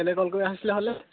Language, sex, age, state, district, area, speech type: Assamese, male, 18-30, Assam, Golaghat, rural, conversation